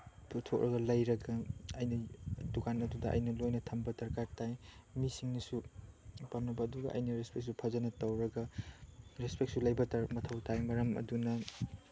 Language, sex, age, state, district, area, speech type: Manipuri, male, 18-30, Manipur, Chandel, rural, spontaneous